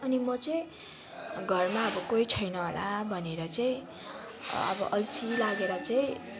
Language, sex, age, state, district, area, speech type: Nepali, female, 18-30, West Bengal, Kalimpong, rural, spontaneous